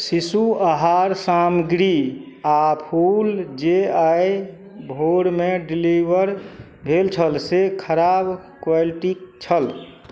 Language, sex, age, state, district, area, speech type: Maithili, male, 45-60, Bihar, Madhubani, rural, read